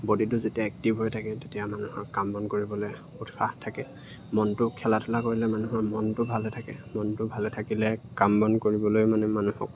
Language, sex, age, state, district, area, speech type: Assamese, male, 18-30, Assam, Lakhimpur, urban, spontaneous